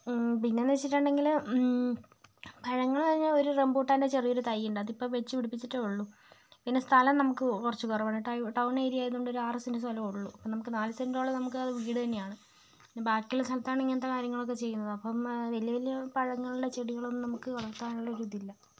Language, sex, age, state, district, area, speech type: Malayalam, female, 30-45, Kerala, Kozhikode, rural, spontaneous